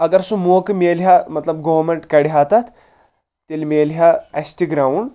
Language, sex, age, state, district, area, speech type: Kashmiri, male, 18-30, Jammu and Kashmir, Anantnag, rural, spontaneous